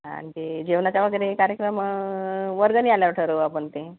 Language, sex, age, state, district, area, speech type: Marathi, female, 45-60, Maharashtra, Nagpur, urban, conversation